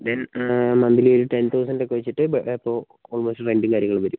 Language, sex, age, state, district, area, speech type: Malayalam, male, 18-30, Kerala, Wayanad, rural, conversation